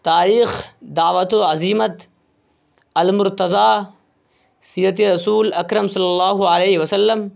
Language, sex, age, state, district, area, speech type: Urdu, male, 18-30, Bihar, Purnia, rural, spontaneous